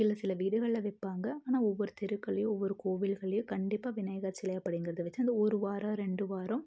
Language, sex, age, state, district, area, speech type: Tamil, female, 30-45, Tamil Nadu, Tiruppur, rural, spontaneous